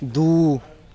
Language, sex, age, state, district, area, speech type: Maithili, male, 18-30, Bihar, Darbhanga, rural, read